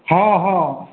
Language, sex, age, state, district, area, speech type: Maithili, male, 45-60, Bihar, Saharsa, rural, conversation